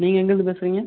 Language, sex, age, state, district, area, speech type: Tamil, male, 18-30, Tamil Nadu, Erode, rural, conversation